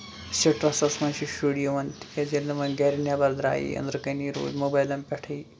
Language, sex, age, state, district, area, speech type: Kashmiri, male, 18-30, Jammu and Kashmir, Shopian, rural, spontaneous